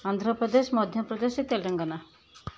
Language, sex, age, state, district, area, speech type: Odia, female, 60+, Odisha, Kendujhar, urban, spontaneous